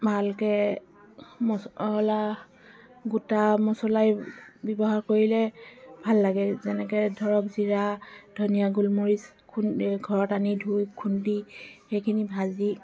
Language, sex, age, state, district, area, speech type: Assamese, female, 45-60, Assam, Dibrugarh, rural, spontaneous